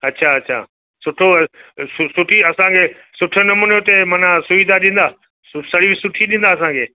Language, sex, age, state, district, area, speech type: Sindhi, male, 60+, Gujarat, Kutch, urban, conversation